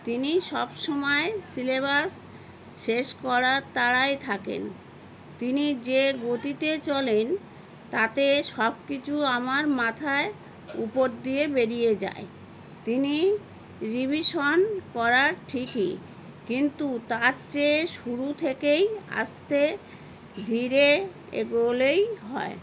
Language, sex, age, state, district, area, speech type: Bengali, female, 60+, West Bengal, Howrah, urban, read